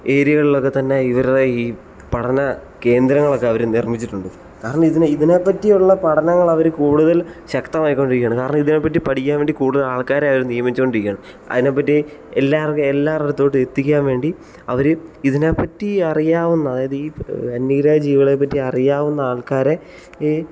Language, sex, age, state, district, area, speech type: Malayalam, male, 18-30, Kerala, Kottayam, rural, spontaneous